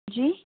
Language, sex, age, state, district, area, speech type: Urdu, female, 30-45, Delhi, Central Delhi, urban, conversation